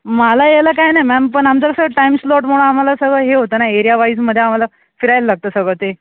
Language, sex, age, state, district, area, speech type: Marathi, male, 18-30, Maharashtra, Thane, urban, conversation